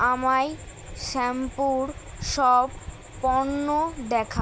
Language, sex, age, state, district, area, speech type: Bengali, female, 30-45, West Bengal, Kolkata, urban, read